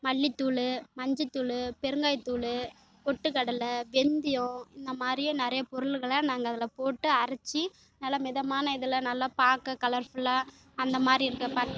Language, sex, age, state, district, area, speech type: Tamil, female, 18-30, Tamil Nadu, Kallakurichi, rural, spontaneous